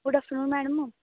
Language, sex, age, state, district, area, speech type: Dogri, female, 18-30, Jammu and Kashmir, Kathua, rural, conversation